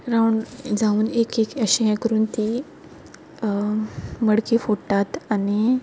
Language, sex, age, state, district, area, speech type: Goan Konkani, female, 18-30, Goa, Quepem, rural, spontaneous